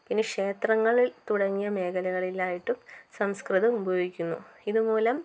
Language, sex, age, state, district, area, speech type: Malayalam, female, 18-30, Kerala, Kottayam, rural, spontaneous